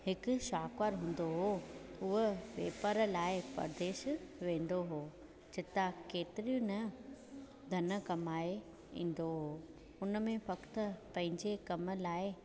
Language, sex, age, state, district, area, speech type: Sindhi, female, 30-45, Gujarat, Junagadh, urban, spontaneous